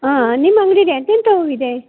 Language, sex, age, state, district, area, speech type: Kannada, female, 60+, Karnataka, Dakshina Kannada, rural, conversation